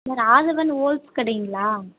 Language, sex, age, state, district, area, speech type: Tamil, female, 18-30, Tamil Nadu, Tirupattur, urban, conversation